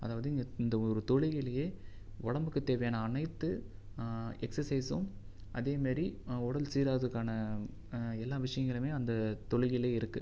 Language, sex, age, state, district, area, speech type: Tamil, male, 18-30, Tamil Nadu, Viluppuram, urban, spontaneous